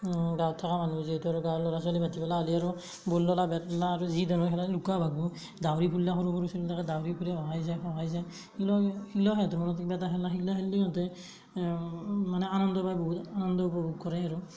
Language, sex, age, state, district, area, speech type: Assamese, male, 18-30, Assam, Darrang, rural, spontaneous